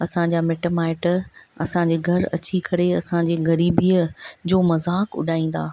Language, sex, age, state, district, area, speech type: Sindhi, female, 45-60, Maharashtra, Thane, urban, spontaneous